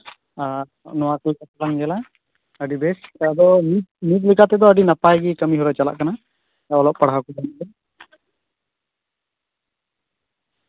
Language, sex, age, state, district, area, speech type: Santali, male, 18-30, West Bengal, Bankura, rural, conversation